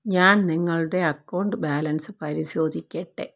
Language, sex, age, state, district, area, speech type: Malayalam, female, 45-60, Kerala, Thiruvananthapuram, rural, read